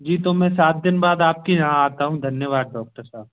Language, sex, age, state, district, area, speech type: Hindi, male, 18-30, Madhya Pradesh, Gwalior, urban, conversation